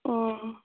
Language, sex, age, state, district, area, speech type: Santali, female, 18-30, West Bengal, Birbhum, rural, conversation